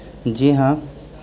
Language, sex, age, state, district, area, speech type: Urdu, male, 60+, Uttar Pradesh, Muzaffarnagar, urban, spontaneous